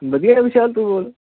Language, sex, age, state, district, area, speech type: Punjabi, male, 18-30, Punjab, Hoshiarpur, urban, conversation